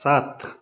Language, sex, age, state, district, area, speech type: Nepali, male, 30-45, West Bengal, Kalimpong, rural, read